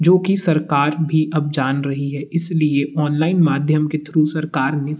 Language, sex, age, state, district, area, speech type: Hindi, male, 18-30, Madhya Pradesh, Jabalpur, urban, spontaneous